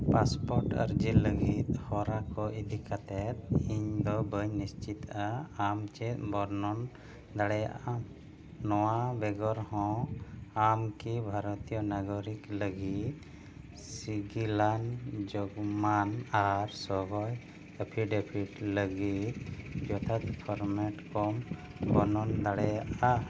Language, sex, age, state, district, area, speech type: Santali, male, 30-45, Odisha, Mayurbhanj, rural, read